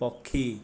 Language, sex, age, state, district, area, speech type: Odia, male, 45-60, Odisha, Nayagarh, rural, read